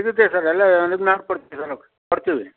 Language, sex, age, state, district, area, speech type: Kannada, male, 60+, Karnataka, Kodagu, rural, conversation